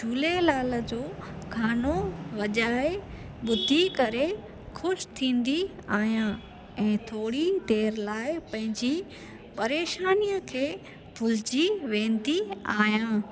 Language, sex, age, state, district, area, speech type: Sindhi, female, 30-45, Gujarat, Junagadh, rural, spontaneous